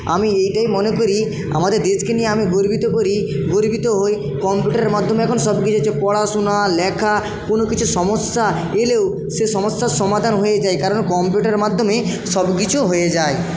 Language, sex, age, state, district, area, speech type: Bengali, male, 30-45, West Bengal, Jhargram, rural, spontaneous